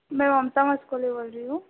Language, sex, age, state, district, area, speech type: Hindi, female, 18-30, Madhya Pradesh, Chhindwara, urban, conversation